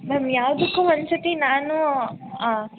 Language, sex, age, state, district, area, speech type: Kannada, female, 18-30, Karnataka, Hassan, urban, conversation